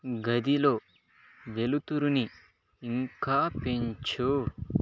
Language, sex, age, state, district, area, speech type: Telugu, male, 30-45, Andhra Pradesh, Chittoor, rural, read